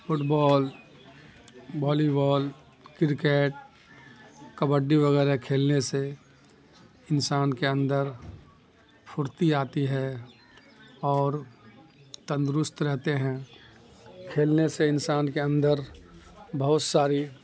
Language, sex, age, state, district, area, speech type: Urdu, male, 45-60, Bihar, Khagaria, rural, spontaneous